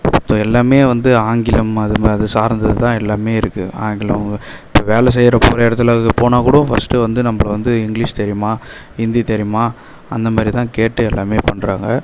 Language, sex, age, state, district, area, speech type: Tamil, male, 30-45, Tamil Nadu, Viluppuram, rural, spontaneous